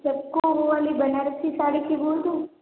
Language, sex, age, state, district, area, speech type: Hindi, female, 18-30, Rajasthan, Jodhpur, urban, conversation